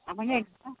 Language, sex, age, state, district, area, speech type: Assamese, female, 60+, Assam, Golaghat, rural, conversation